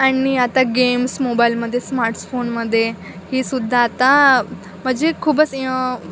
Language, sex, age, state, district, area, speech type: Marathi, female, 30-45, Maharashtra, Wardha, rural, spontaneous